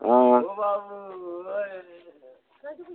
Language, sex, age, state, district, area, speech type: Dogri, male, 45-60, Jammu and Kashmir, Udhampur, rural, conversation